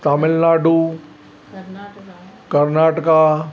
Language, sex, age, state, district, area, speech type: Sindhi, male, 60+, Maharashtra, Thane, rural, spontaneous